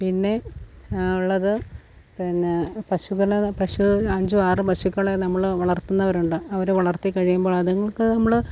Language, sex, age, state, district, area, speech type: Malayalam, female, 30-45, Kerala, Alappuzha, rural, spontaneous